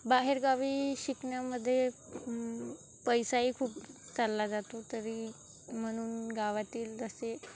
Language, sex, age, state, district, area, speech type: Marathi, female, 18-30, Maharashtra, Wardha, rural, spontaneous